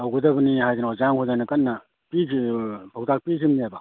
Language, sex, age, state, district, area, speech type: Manipuri, male, 60+, Manipur, Kakching, rural, conversation